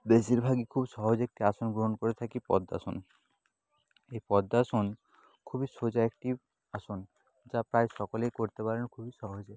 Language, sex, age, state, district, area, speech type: Bengali, male, 18-30, West Bengal, Purba Medinipur, rural, spontaneous